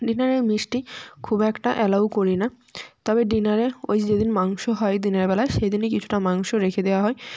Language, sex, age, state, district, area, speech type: Bengali, female, 18-30, West Bengal, Jalpaiguri, rural, spontaneous